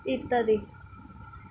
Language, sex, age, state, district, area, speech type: Bengali, female, 18-30, West Bengal, Alipurduar, rural, spontaneous